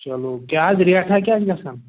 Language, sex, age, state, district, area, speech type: Kashmiri, male, 45-60, Jammu and Kashmir, Budgam, urban, conversation